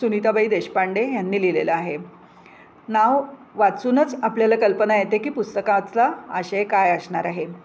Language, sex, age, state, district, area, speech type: Marathi, female, 60+, Maharashtra, Pune, urban, spontaneous